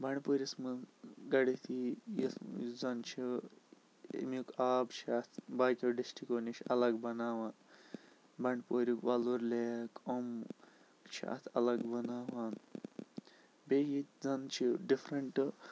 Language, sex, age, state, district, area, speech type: Kashmiri, male, 18-30, Jammu and Kashmir, Bandipora, rural, spontaneous